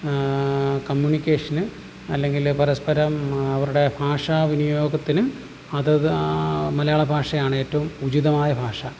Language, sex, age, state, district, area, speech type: Malayalam, male, 30-45, Kerala, Alappuzha, rural, spontaneous